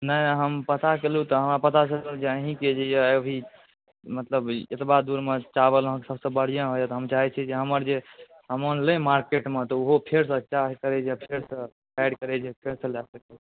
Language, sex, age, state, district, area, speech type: Maithili, male, 60+, Bihar, Saharsa, urban, conversation